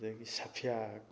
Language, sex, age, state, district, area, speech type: Manipuri, male, 45-60, Manipur, Thoubal, rural, spontaneous